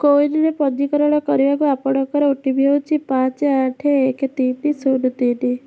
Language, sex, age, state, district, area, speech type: Odia, female, 18-30, Odisha, Bhadrak, rural, read